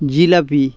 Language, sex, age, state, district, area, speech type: Bengali, male, 30-45, West Bengal, Birbhum, urban, spontaneous